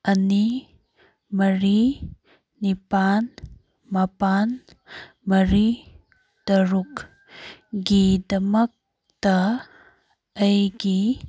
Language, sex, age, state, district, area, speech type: Manipuri, female, 18-30, Manipur, Kangpokpi, urban, read